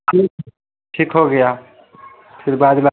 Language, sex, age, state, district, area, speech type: Hindi, male, 18-30, Bihar, Vaishali, rural, conversation